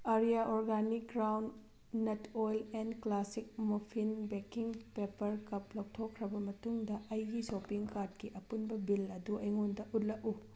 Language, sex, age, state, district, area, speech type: Manipuri, female, 30-45, Manipur, Thoubal, urban, read